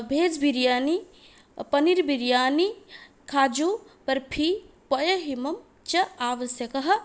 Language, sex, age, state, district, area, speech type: Sanskrit, female, 18-30, Odisha, Puri, rural, spontaneous